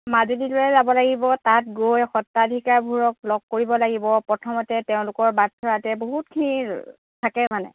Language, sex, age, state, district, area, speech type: Assamese, female, 60+, Assam, Lakhimpur, urban, conversation